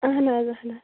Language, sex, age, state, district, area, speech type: Kashmiri, female, 18-30, Jammu and Kashmir, Shopian, rural, conversation